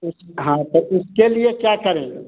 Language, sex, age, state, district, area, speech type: Hindi, male, 45-60, Bihar, Samastipur, rural, conversation